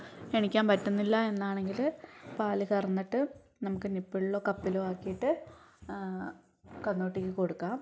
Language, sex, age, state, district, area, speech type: Malayalam, female, 18-30, Kerala, Wayanad, rural, spontaneous